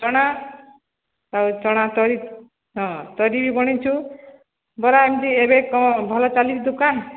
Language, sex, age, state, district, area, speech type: Odia, female, 45-60, Odisha, Sambalpur, rural, conversation